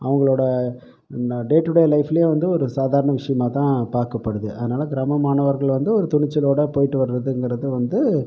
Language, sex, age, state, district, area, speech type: Tamil, male, 45-60, Tamil Nadu, Pudukkottai, rural, spontaneous